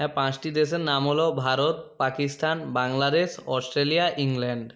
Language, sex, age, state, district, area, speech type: Bengali, male, 30-45, West Bengal, South 24 Parganas, rural, spontaneous